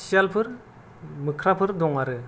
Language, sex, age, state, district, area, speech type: Bodo, male, 18-30, Assam, Kokrajhar, rural, spontaneous